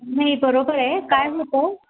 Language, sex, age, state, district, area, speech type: Marathi, female, 45-60, Maharashtra, Pune, urban, conversation